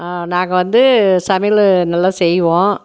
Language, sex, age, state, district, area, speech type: Tamil, female, 60+, Tamil Nadu, Krishnagiri, rural, spontaneous